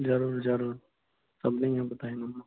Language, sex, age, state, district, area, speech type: Sindhi, male, 30-45, Maharashtra, Thane, urban, conversation